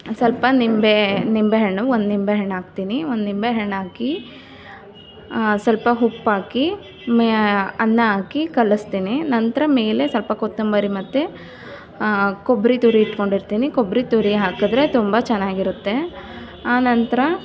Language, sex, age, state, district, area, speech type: Kannada, female, 18-30, Karnataka, Chamarajanagar, rural, spontaneous